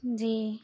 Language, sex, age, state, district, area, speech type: Urdu, female, 18-30, Bihar, Madhubani, rural, spontaneous